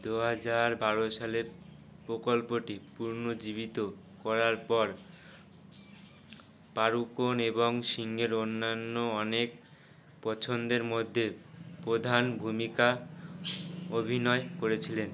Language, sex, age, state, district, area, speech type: Bengali, male, 18-30, West Bengal, Howrah, urban, read